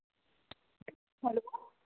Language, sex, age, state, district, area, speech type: Nepali, female, 30-45, West Bengal, Kalimpong, rural, conversation